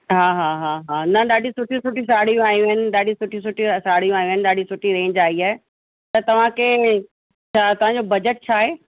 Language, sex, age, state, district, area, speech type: Sindhi, female, 45-60, Uttar Pradesh, Lucknow, rural, conversation